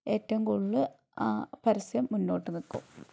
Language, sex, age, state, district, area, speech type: Malayalam, female, 18-30, Kerala, Wayanad, rural, spontaneous